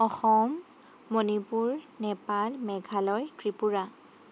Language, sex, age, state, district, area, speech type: Assamese, female, 30-45, Assam, Sonitpur, rural, spontaneous